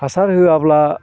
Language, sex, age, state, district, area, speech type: Bodo, male, 60+, Assam, Chirang, rural, spontaneous